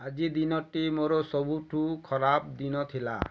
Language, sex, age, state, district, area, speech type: Odia, male, 45-60, Odisha, Bargarh, urban, read